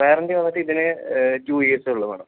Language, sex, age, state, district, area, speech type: Malayalam, male, 18-30, Kerala, Palakkad, rural, conversation